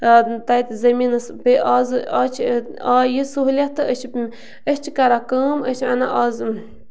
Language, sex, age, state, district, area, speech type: Kashmiri, female, 30-45, Jammu and Kashmir, Bandipora, rural, spontaneous